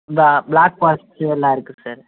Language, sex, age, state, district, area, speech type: Tamil, male, 18-30, Tamil Nadu, Ariyalur, rural, conversation